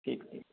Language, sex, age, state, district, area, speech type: Hindi, male, 60+, Madhya Pradesh, Balaghat, rural, conversation